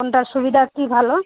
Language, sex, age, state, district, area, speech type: Bengali, female, 30-45, West Bengal, Malda, urban, conversation